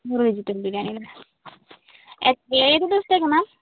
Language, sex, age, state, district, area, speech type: Malayalam, female, 18-30, Kerala, Wayanad, rural, conversation